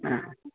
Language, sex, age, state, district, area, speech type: Sanskrit, female, 60+, Karnataka, Hassan, rural, conversation